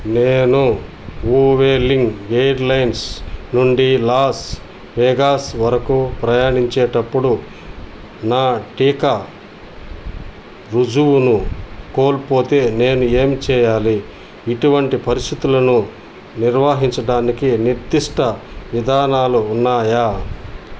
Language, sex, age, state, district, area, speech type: Telugu, male, 60+, Andhra Pradesh, Nellore, rural, read